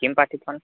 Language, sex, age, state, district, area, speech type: Sanskrit, male, 18-30, Maharashtra, Nashik, rural, conversation